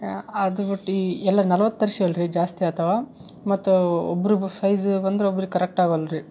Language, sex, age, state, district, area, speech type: Kannada, male, 18-30, Karnataka, Yadgir, urban, spontaneous